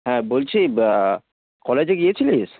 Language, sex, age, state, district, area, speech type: Bengali, male, 18-30, West Bengal, Darjeeling, rural, conversation